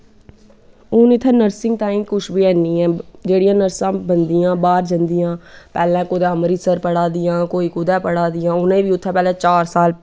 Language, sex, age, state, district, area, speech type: Dogri, female, 18-30, Jammu and Kashmir, Samba, rural, spontaneous